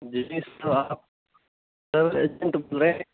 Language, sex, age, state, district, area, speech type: Urdu, male, 18-30, Uttar Pradesh, Saharanpur, urban, conversation